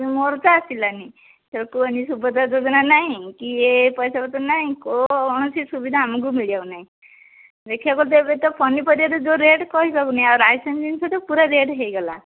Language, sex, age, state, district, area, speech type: Odia, female, 45-60, Odisha, Gajapati, rural, conversation